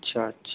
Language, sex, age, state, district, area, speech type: Hindi, male, 18-30, Rajasthan, Karauli, rural, conversation